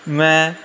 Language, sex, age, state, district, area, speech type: Punjabi, male, 18-30, Punjab, Firozpur, urban, spontaneous